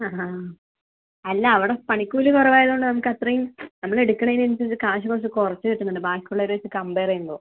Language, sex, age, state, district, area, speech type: Malayalam, female, 60+, Kerala, Palakkad, rural, conversation